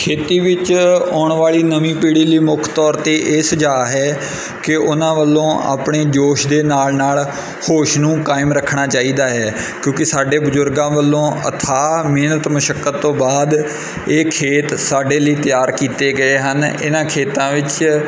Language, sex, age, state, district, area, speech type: Punjabi, male, 30-45, Punjab, Kapurthala, rural, spontaneous